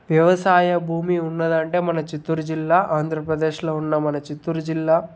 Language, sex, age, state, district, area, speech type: Telugu, male, 30-45, Andhra Pradesh, Chittoor, rural, spontaneous